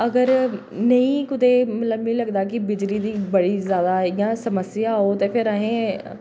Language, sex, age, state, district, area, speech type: Dogri, female, 30-45, Jammu and Kashmir, Jammu, urban, spontaneous